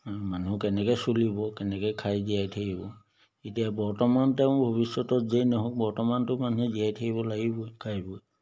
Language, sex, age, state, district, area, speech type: Assamese, male, 60+, Assam, Majuli, urban, spontaneous